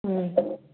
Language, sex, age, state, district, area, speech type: Manipuri, female, 45-60, Manipur, Kakching, rural, conversation